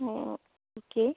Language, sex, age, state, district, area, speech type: Malayalam, female, 45-60, Kerala, Kozhikode, urban, conversation